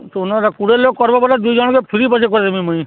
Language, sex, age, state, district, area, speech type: Odia, male, 60+, Odisha, Balangir, urban, conversation